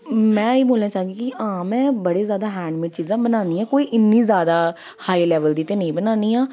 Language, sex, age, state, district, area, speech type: Dogri, female, 30-45, Jammu and Kashmir, Jammu, urban, spontaneous